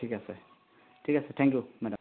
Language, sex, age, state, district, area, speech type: Assamese, male, 30-45, Assam, Sonitpur, rural, conversation